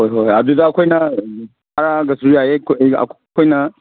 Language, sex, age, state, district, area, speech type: Manipuri, male, 45-60, Manipur, Kangpokpi, urban, conversation